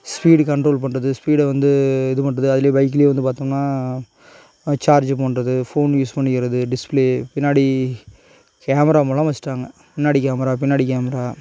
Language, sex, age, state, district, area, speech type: Tamil, male, 18-30, Tamil Nadu, Tiruchirappalli, rural, spontaneous